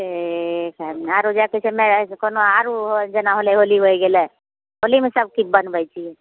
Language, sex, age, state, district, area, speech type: Maithili, female, 45-60, Bihar, Begusarai, rural, conversation